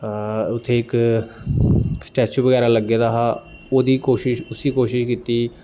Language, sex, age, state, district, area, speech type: Dogri, male, 30-45, Jammu and Kashmir, Samba, rural, spontaneous